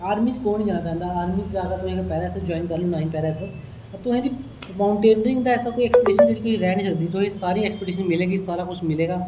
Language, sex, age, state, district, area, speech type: Dogri, male, 30-45, Jammu and Kashmir, Kathua, rural, spontaneous